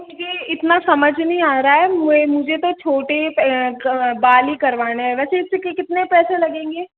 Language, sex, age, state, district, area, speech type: Hindi, female, 18-30, Rajasthan, Jaipur, urban, conversation